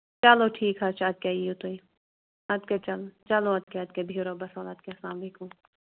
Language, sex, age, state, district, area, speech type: Kashmiri, female, 30-45, Jammu and Kashmir, Shopian, rural, conversation